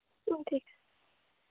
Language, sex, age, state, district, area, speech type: Assamese, female, 18-30, Assam, Majuli, urban, conversation